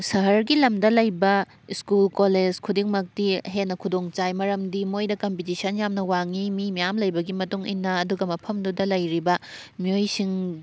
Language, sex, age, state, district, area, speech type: Manipuri, female, 18-30, Manipur, Thoubal, rural, spontaneous